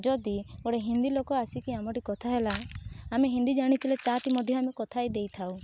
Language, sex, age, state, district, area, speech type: Odia, female, 18-30, Odisha, Rayagada, rural, spontaneous